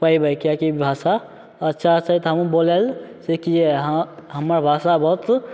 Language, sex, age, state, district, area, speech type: Maithili, male, 18-30, Bihar, Begusarai, urban, spontaneous